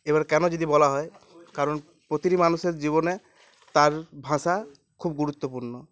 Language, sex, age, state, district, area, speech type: Bengali, male, 18-30, West Bengal, Uttar Dinajpur, urban, spontaneous